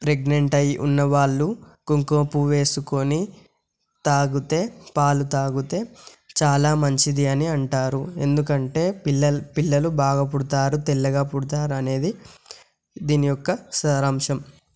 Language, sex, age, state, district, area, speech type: Telugu, male, 18-30, Telangana, Yadadri Bhuvanagiri, urban, spontaneous